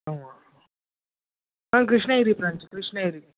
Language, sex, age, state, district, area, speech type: Tamil, male, 18-30, Tamil Nadu, Krishnagiri, rural, conversation